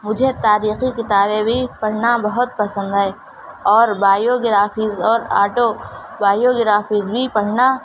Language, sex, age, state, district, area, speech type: Urdu, female, 30-45, Uttar Pradesh, Shahjahanpur, urban, spontaneous